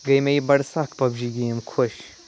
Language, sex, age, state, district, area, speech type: Kashmiri, male, 45-60, Jammu and Kashmir, Ganderbal, urban, spontaneous